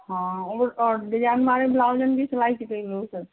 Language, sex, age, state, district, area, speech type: Hindi, female, 18-30, Rajasthan, Karauli, rural, conversation